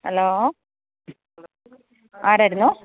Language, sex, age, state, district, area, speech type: Malayalam, female, 45-60, Kerala, Idukki, rural, conversation